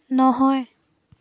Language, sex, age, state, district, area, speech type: Assamese, female, 18-30, Assam, Dhemaji, rural, read